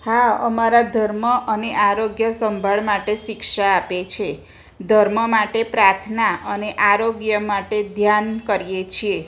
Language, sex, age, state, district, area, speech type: Gujarati, female, 45-60, Gujarat, Kheda, rural, spontaneous